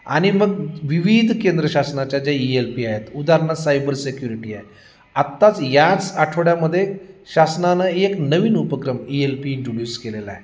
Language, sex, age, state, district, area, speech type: Marathi, male, 45-60, Maharashtra, Nanded, urban, spontaneous